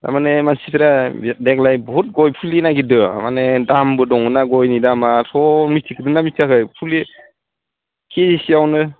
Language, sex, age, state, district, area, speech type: Bodo, male, 30-45, Assam, Udalguri, rural, conversation